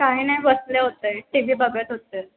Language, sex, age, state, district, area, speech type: Marathi, female, 18-30, Maharashtra, Washim, rural, conversation